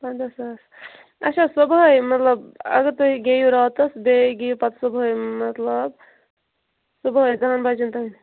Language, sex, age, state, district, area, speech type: Kashmiri, female, 30-45, Jammu and Kashmir, Bandipora, rural, conversation